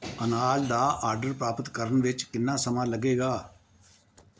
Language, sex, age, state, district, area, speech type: Punjabi, male, 60+, Punjab, Pathankot, rural, read